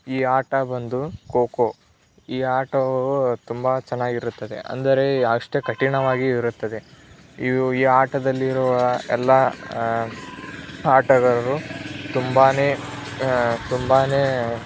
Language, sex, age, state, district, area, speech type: Kannada, male, 18-30, Karnataka, Tumkur, rural, spontaneous